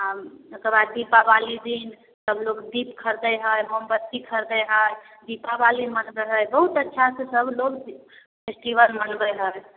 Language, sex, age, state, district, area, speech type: Maithili, female, 18-30, Bihar, Samastipur, urban, conversation